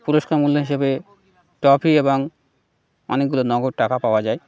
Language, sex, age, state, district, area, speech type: Bengali, male, 30-45, West Bengal, Birbhum, urban, spontaneous